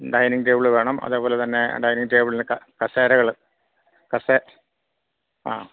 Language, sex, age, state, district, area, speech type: Malayalam, male, 45-60, Kerala, Kottayam, rural, conversation